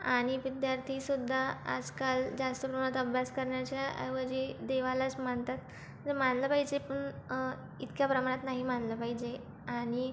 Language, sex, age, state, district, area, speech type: Marathi, female, 18-30, Maharashtra, Buldhana, rural, spontaneous